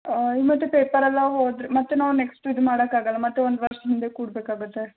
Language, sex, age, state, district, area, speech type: Kannada, female, 18-30, Karnataka, Bidar, urban, conversation